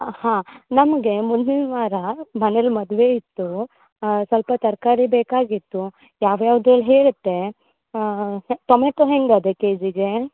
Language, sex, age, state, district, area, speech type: Kannada, female, 18-30, Karnataka, Uttara Kannada, rural, conversation